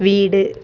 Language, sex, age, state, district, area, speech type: Malayalam, female, 30-45, Kerala, Kasaragod, rural, read